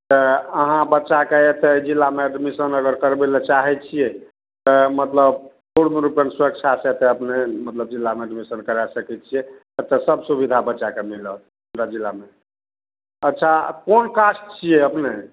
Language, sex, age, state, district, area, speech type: Maithili, male, 60+, Bihar, Madhepura, urban, conversation